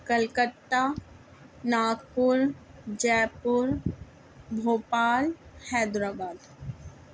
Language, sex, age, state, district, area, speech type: Urdu, female, 45-60, Delhi, South Delhi, urban, spontaneous